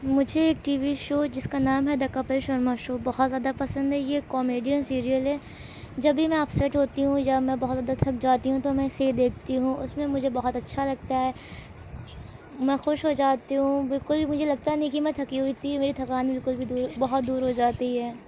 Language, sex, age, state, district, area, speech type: Urdu, female, 18-30, Uttar Pradesh, Shahjahanpur, urban, spontaneous